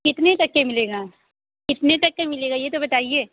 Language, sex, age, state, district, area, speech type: Urdu, female, 18-30, Uttar Pradesh, Lucknow, rural, conversation